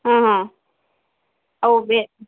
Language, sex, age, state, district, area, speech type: Kannada, female, 30-45, Karnataka, Gulbarga, urban, conversation